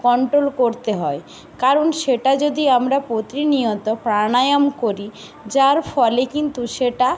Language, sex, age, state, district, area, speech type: Bengali, female, 18-30, West Bengal, Jhargram, rural, spontaneous